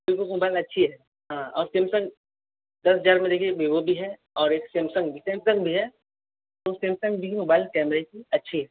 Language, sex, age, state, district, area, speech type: Hindi, male, 18-30, Uttar Pradesh, Azamgarh, rural, conversation